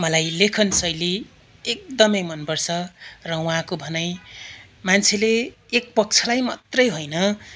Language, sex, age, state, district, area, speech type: Nepali, male, 30-45, West Bengal, Darjeeling, rural, spontaneous